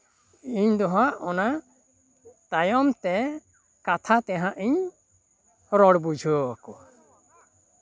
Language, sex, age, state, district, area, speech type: Santali, male, 60+, West Bengal, Bankura, rural, spontaneous